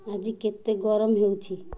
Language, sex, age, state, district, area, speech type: Odia, female, 45-60, Odisha, Ganjam, urban, read